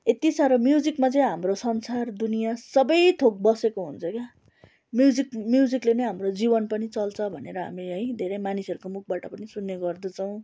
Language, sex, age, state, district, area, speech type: Nepali, female, 30-45, West Bengal, Darjeeling, rural, spontaneous